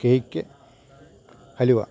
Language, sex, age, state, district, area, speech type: Malayalam, male, 60+, Kerala, Kottayam, urban, spontaneous